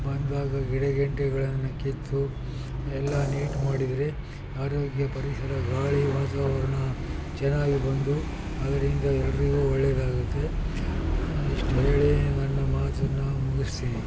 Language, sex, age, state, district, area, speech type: Kannada, male, 60+, Karnataka, Mysore, rural, spontaneous